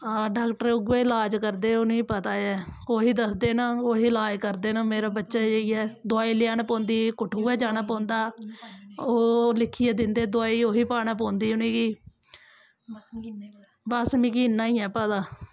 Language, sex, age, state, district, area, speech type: Dogri, female, 30-45, Jammu and Kashmir, Kathua, rural, spontaneous